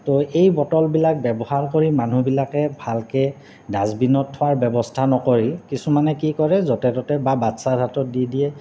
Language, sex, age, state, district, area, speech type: Assamese, male, 30-45, Assam, Goalpara, urban, spontaneous